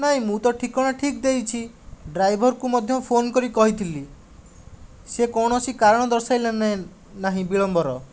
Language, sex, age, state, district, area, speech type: Odia, male, 60+, Odisha, Jajpur, rural, spontaneous